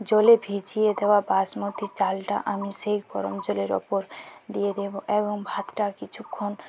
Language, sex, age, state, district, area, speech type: Bengali, female, 18-30, West Bengal, Jhargram, rural, spontaneous